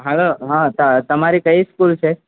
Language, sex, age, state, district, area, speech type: Gujarati, male, 18-30, Gujarat, Valsad, rural, conversation